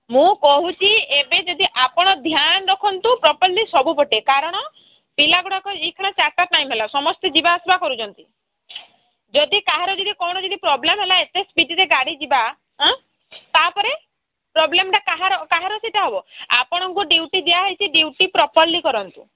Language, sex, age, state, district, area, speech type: Odia, female, 30-45, Odisha, Sambalpur, rural, conversation